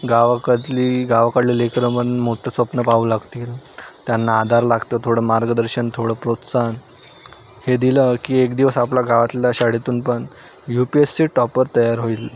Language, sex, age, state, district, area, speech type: Marathi, male, 18-30, Maharashtra, Nagpur, rural, spontaneous